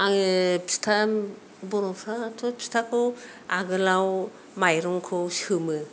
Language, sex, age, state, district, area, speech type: Bodo, female, 60+, Assam, Kokrajhar, rural, spontaneous